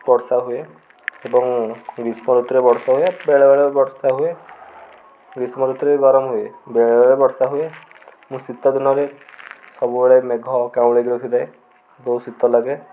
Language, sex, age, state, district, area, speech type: Odia, male, 45-60, Odisha, Kendujhar, urban, spontaneous